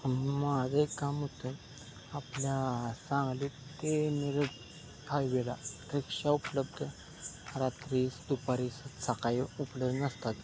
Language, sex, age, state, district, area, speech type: Marathi, male, 18-30, Maharashtra, Sangli, rural, spontaneous